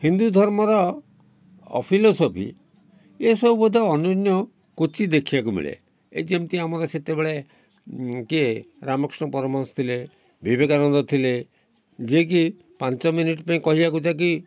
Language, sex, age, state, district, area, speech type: Odia, male, 60+, Odisha, Kalahandi, rural, spontaneous